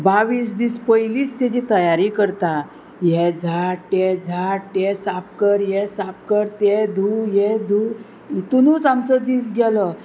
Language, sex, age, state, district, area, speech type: Goan Konkani, female, 45-60, Goa, Murmgao, rural, spontaneous